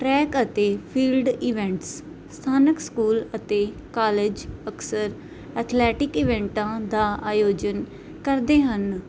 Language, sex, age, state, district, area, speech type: Punjabi, female, 18-30, Punjab, Barnala, urban, spontaneous